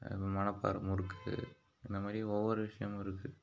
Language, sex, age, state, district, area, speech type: Tamil, male, 45-60, Tamil Nadu, Mayiladuthurai, rural, spontaneous